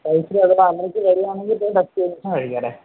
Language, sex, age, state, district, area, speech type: Malayalam, male, 30-45, Kerala, Wayanad, rural, conversation